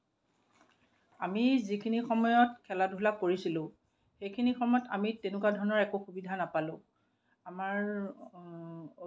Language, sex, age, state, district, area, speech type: Assamese, female, 45-60, Assam, Kamrup Metropolitan, urban, spontaneous